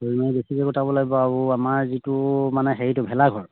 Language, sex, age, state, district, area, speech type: Assamese, male, 30-45, Assam, Sivasagar, rural, conversation